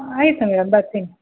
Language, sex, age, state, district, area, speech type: Kannada, female, 30-45, Karnataka, Mysore, rural, conversation